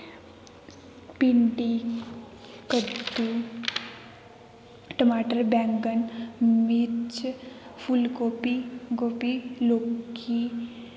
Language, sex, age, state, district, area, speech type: Dogri, female, 18-30, Jammu and Kashmir, Kathua, rural, spontaneous